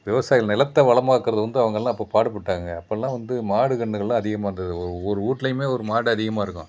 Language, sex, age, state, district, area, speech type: Tamil, male, 60+, Tamil Nadu, Thanjavur, rural, spontaneous